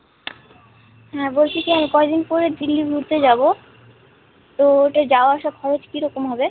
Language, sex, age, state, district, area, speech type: Bengali, female, 18-30, West Bengal, Malda, urban, conversation